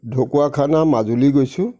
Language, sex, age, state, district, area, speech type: Assamese, male, 60+, Assam, Nagaon, rural, spontaneous